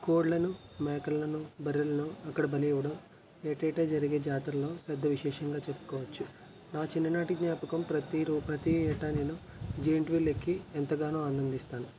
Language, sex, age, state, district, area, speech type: Telugu, male, 18-30, Andhra Pradesh, West Godavari, rural, spontaneous